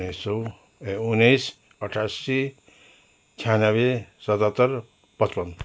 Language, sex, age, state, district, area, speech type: Nepali, male, 60+, West Bengal, Darjeeling, rural, spontaneous